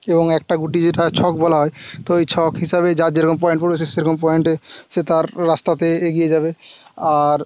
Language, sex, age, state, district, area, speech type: Bengali, male, 18-30, West Bengal, Jhargram, rural, spontaneous